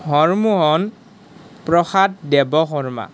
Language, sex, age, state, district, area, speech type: Assamese, male, 18-30, Assam, Nalbari, rural, spontaneous